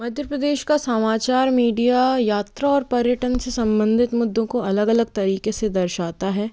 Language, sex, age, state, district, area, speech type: Hindi, female, 60+, Madhya Pradesh, Bhopal, urban, spontaneous